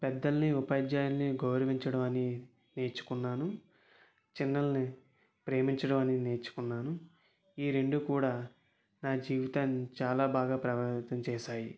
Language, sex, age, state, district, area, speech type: Telugu, male, 18-30, Andhra Pradesh, Kakinada, urban, spontaneous